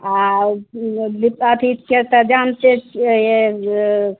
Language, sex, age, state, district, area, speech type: Maithili, female, 60+, Bihar, Madhepura, rural, conversation